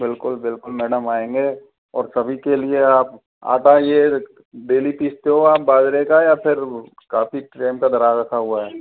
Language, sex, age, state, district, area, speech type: Hindi, male, 18-30, Rajasthan, Karauli, rural, conversation